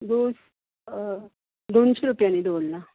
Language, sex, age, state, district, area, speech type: Goan Konkani, female, 45-60, Goa, Canacona, rural, conversation